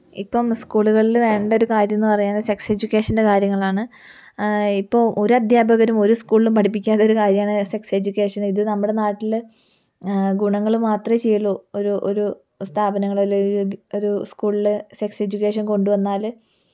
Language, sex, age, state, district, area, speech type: Malayalam, female, 18-30, Kerala, Wayanad, rural, spontaneous